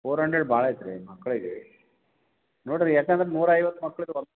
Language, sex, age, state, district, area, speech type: Kannada, male, 45-60, Karnataka, Gulbarga, urban, conversation